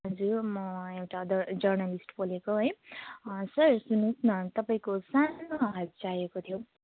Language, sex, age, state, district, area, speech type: Nepali, female, 18-30, West Bengal, Jalpaiguri, rural, conversation